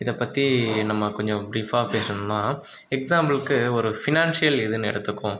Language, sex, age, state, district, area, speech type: Tamil, male, 30-45, Tamil Nadu, Pudukkottai, rural, spontaneous